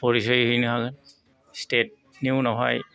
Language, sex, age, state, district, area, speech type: Bodo, male, 60+, Assam, Kokrajhar, rural, spontaneous